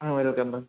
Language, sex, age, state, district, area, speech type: Kannada, male, 18-30, Karnataka, Bangalore Urban, urban, conversation